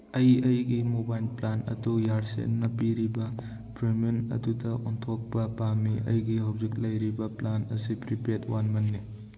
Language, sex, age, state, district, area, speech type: Manipuri, male, 18-30, Manipur, Churachandpur, rural, read